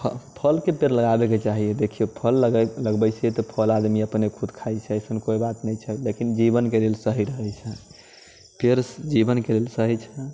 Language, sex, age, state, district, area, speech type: Maithili, male, 30-45, Bihar, Muzaffarpur, rural, spontaneous